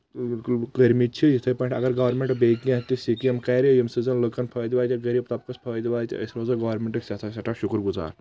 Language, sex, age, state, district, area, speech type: Kashmiri, male, 18-30, Jammu and Kashmir, Kulgam, urban, spontaneous